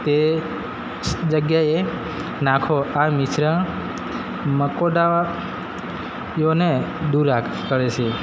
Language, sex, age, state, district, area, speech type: Gujarati, male, 30-45, Gujarat, Narmada, rural, spontaneous